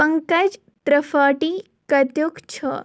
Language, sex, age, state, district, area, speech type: Kashmiri, female, 18-30, Jammu and Kashmir, Kupwara, urban, read